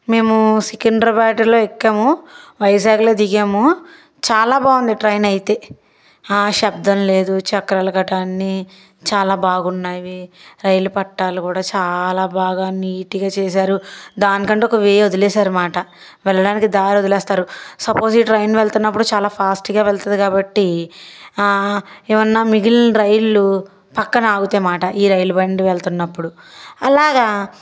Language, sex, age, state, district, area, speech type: Telugu, female, 18-30, Andhra Pradesh, Palnadu, urban, spontaneous